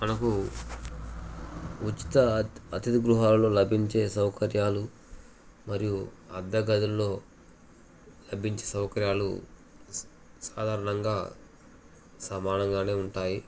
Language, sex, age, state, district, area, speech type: Telugu, male, 30-45, Telangana, Jangaon, rural, spontaneous